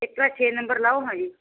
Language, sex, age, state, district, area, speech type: Punjabi, female, 45-60, Punjab, Firozpur, rural, conversation